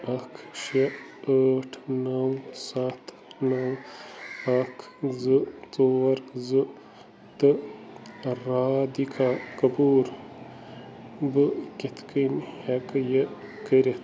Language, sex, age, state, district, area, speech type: Kashmiri, male, 30-45, Jammu and Kashmir, Bandipora, rural, read